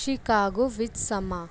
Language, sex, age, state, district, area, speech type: Punjabi, female, 18-30, Punjab, Rupnagar, urban, read